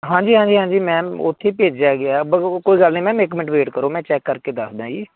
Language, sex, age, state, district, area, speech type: Punjabi, male, 18-30, Punjab, Muktsar, rural, conversation